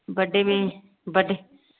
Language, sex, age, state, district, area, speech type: Hindi, female, 30-45, Uttar Pradesh, Varanasi, rural, conversation